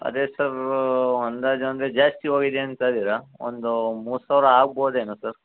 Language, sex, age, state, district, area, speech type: Kannada, male, 45-60, Karnataka, Chikkaballapur, urban, conversation